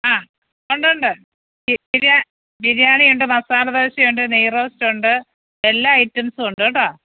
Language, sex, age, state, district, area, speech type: Malayalam, female, 45-60, Kerala, Kottayam, urban, conversation